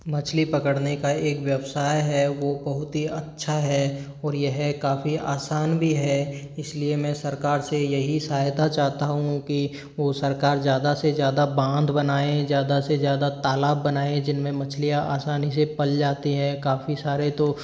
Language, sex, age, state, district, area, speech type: Hindi, male, 45-60, Rajasthan, Karauli, rural, spontaneous